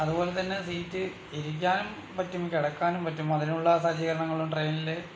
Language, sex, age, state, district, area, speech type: Malayalam, male, 18-30, Kerala, Palakkad, rural, spontaneous